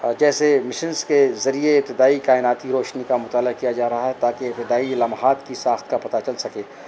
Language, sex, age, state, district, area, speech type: Urdu, male, 45-60, Uttar Pradesh, Rampur, urban, spontaneous